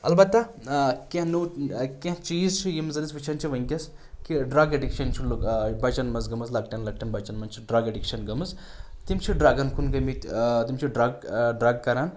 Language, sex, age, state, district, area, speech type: Kashmiri, male, 30-45, Jammu and Kashmir, Anantnag, rural, spontaneous